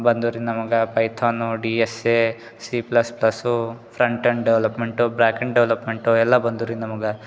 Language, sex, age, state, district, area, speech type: Kannada, male, 18-30, Karnataka, Gulbarga, urban, spontaneous